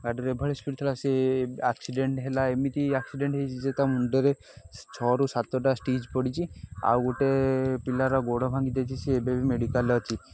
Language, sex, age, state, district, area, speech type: Odia, male, 18-30, Odisha, Jagatsinghpur, rural, spontaneous